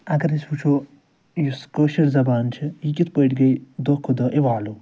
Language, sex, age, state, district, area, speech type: Kashmiri, male, 45-60, Jammu and Kashmir, Ganderbal, urban, spontaneous